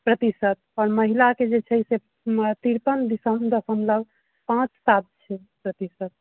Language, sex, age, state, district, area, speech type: Maithili, female, 45-60, Bihar, Sitamarhi, urban, conversation